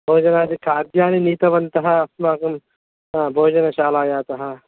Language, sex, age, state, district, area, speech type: Sanskrit, male, 30-45, Karnataka, Kolar, rural, conversation